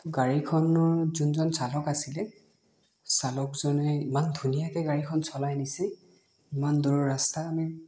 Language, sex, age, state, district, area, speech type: Assamese, male, 18-30, Assam, Nagaon, rural, spontaneous